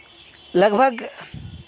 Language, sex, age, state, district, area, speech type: Santali, male, 45-60, Jharkhand, Seraikela Kharsawan, rural, spontaneous